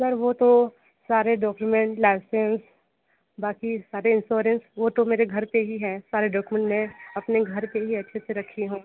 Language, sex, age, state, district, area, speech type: Hindi, female, 30-45, Uttar Pradesh, Sonbhadra, rural, conversation